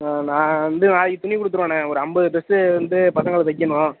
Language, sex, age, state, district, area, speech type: Tamil, male, 18-30, Tamil Nadu, Mayiladuthurai, urban, conversation